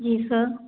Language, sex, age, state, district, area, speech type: Hindi, female, 18-30, Madhya Pradesh, Gwalior, urban, conversation